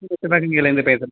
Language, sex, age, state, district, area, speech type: Tamil, male, 18-30, Tamil Nadu, Kallakurichi, rural, conversation